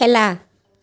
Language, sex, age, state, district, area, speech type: Assamese, female, 45-60, Assam, Barpeta, rural, read